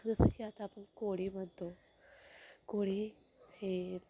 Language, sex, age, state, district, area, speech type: Marathi, female, 18-30, Maharashtra, Thane, urban, spontaneous